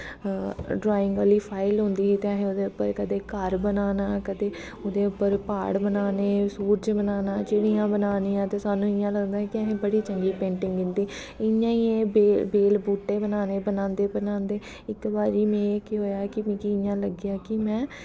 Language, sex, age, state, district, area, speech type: Dogri, female, 18-30, Jammu and Kashmir, Kathua, urban, spontaneous